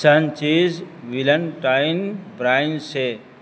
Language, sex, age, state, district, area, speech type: Urdu, male, 60+, Delhi, North East Delhi, urban, spontaneous